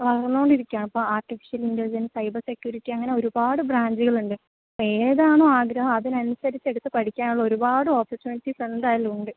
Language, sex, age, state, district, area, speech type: Malayalam, female, 18-30, Kerala, Kozhikode, rural, conversation